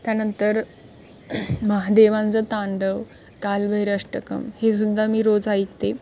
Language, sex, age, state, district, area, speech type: Marathi, female, 18-30, Maharashtra, Kolhapur, urban, spontaneous